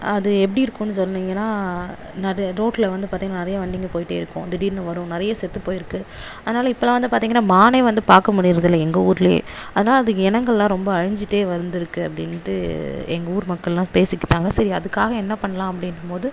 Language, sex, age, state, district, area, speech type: Tamil, female, 18-30, Tamil Nadu, Viluppuram, rural, spontaneous